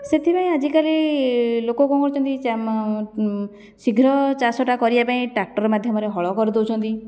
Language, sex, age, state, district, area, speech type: Odia, female, 30-45, Odisha, Jajpur, rural, spontaneous